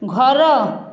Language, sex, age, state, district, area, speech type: Odia, female, 60+, Odisha, Khordha, rural, read